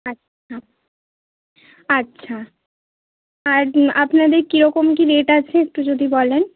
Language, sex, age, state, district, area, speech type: Bengali, female, 18-30, West Bengal, Bankura, rural, conversation